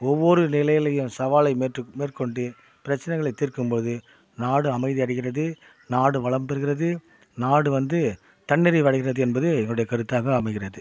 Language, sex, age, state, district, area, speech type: Tamil, male, 45-60, Tamil Nadu, Viluppuram, rural, spontaneous